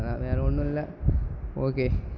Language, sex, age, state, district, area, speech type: Tamil, male, 18-30, Tamil Nadu, Tirunelveli, rural, spontaneous